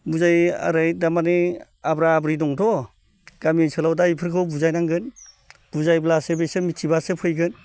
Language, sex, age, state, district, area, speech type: Bodo, male, 45-60, Assam, Baksa, urban, spontaneous